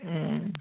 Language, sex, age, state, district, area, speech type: Bengali, male, 18-30, West Bengal, Darjeeling, rural, conversation